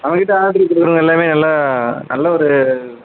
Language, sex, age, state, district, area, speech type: Tamil, male, 18-30, Tamil Nadu, Madurai, rural, conversation